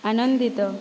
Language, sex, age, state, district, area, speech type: Odia, female, 18-30, Odisha, Boudh, rural, read